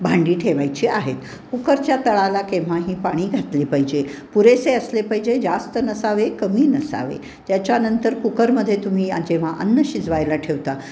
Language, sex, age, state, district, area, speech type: Marathi, female, 60+, Maharashtra, Pune, urban, spontaneous